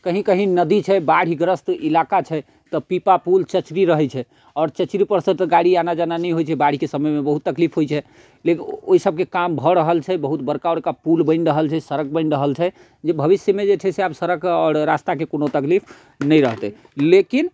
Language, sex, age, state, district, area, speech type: Maithili, male, 30-45, Bihar, Muzaffarpur, rural, spontaneous